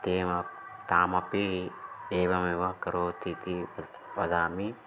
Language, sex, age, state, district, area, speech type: Sanskrit, male, 18-30, Telangana, Karimnagar, urban, spontaneous